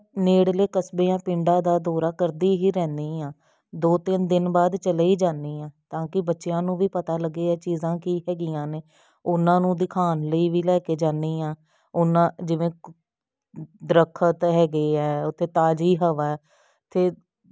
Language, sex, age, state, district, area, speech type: Punjabi, female, 30-45, Punjab, Jalandhar, urban, spontaneous